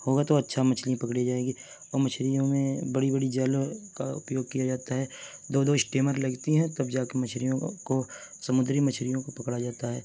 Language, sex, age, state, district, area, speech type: Urdu, male, 30-45, Uttar Pradesh, Mirzapur, rural, spontaneous